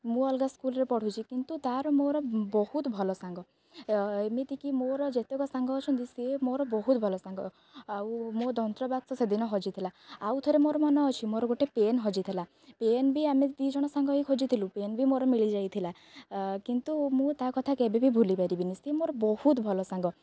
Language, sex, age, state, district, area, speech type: Odia, female, 18-30, Odisha, Jagatsinghpur, rural, spontaneous